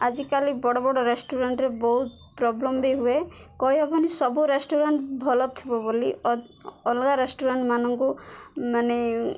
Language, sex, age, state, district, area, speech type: Odia, female, 18-30, Odisha, Koraput, urban, spontaneous